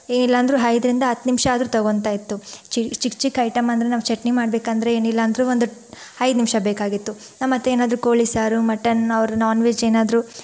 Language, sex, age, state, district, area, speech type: Kannada, female, 30-45, Karnataka, Bangalore Urban, rural, spontaneous